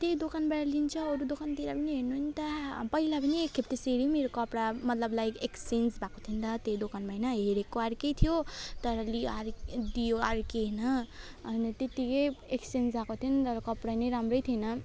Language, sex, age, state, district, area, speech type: Nepali, female, 30-45, West Bengal, Alipurduar, urban, spontaneous